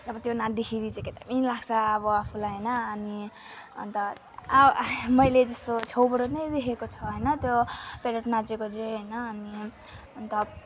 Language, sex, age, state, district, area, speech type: Nepali, female, 18-30, West Bengal, Alipurduar, rural, spontaneous